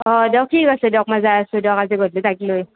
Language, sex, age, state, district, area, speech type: Assamese, female, 18-30, Assam, Nalbari, rural, conversation